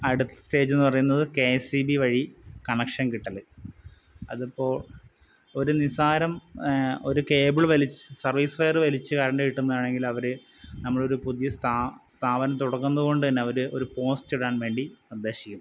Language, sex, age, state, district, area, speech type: Malayalam, male, 30-45, Kerala, Wayanad, rural, spontaneous